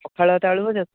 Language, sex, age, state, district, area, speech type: Odia, male, 18-30, Odisha, Jagatsinghpur, rural, conversation